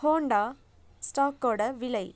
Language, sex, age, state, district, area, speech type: Tamil, female, 18-30, Tamil Nadu, Nagapattinam, rural, read